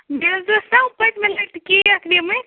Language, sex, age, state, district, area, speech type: Kashmiri, female, 45-60, Jammu and Kashmir, Ganderbal, rural, conversation